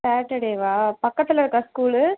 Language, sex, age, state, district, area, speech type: Tamil, female, 30-45, Tamil Nadu, Mayiladuthurai, rural, conversation